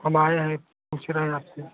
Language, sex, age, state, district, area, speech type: Hindi, male, 45-60, Bihar, Vaishali, urban, conversation